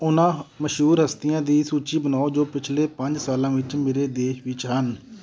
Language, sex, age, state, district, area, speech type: Punjabi, male, 30-45, Punjab, Amritsar, urban, read